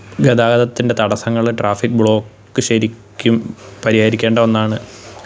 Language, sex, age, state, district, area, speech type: Malayalam, male, 18-30, Kerala, Pathanamthitta, rural, spontaneous